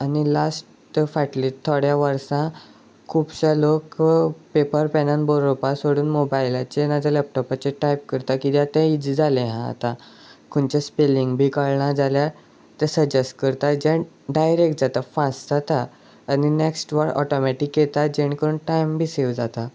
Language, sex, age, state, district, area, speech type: Goan Konkani, male, 18-30, Goa, Sanguem, rural, spontaneous